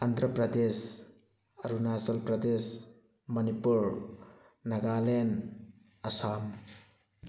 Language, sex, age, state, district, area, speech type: Manipuri, male, 30-45, Manipur, Thoubal, rural, spontaneous